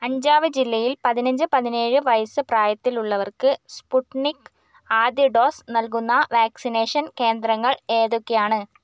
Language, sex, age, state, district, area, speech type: Malayalam, female, 45-60, Kerala, Wayanad, rural, read